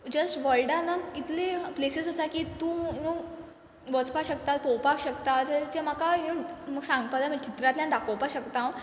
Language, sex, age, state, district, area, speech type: Goan Konkani, female, 18-30, Goa, Quepem, rural, spontaneous